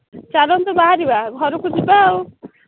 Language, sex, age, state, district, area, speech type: Odia, female, 18-30, Odisha, Jagatsinghpur, rural, conversation